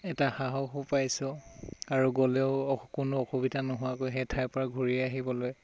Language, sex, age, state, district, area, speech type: Assamese, male, 18-30, Assam, Tinsukia, urban, spontaneous